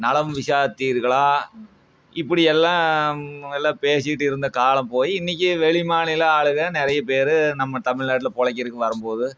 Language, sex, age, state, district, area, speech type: Tamil, male, 30-45, Tamil Nadu, Coimbatore, rural, spontaneous